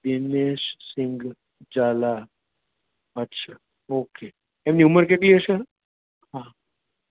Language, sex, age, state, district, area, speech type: Gujarati, male, 45-60, Gujarat, Rajkot, urban, conversation